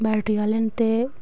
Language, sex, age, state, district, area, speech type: Dogri, female, 18-30, Jammu and Kashmir, Reasi, rural, spontaneous